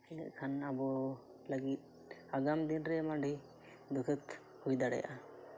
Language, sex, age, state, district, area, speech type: Santali, male, 18-30, Jharkhand, Seraikela Kharsawan, rural, spontaneous